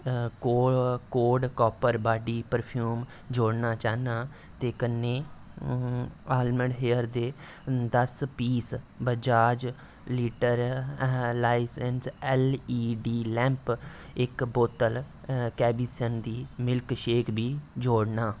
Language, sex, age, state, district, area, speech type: Dogri, male, 18-30, Jammu and Kashmir, Reasi, rural, read